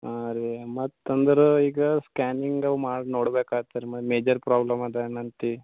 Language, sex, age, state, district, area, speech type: Kannada, male, 18-30, Karnataka, Gulbarga, rural, conversation